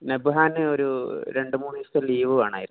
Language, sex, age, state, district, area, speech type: Malayalam, male, 18-30, Kerala, Kasaragod, rural, conversation